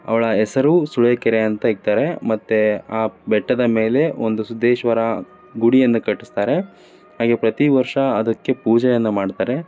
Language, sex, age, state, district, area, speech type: Kannada, male, 30-45, Karnataka, Davanagere, rural, spontaneous